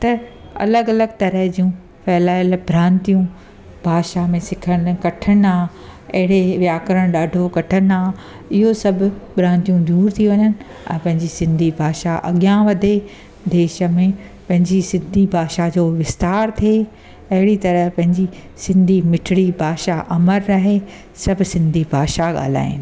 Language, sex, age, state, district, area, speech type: Sindhi, female, 45-60, Gujarat, Surat, urban, spontaneous